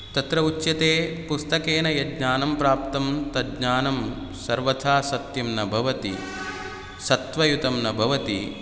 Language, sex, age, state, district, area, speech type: Sanskrit, male, 30-45, Karnataka, Udupi, rural, spontaneous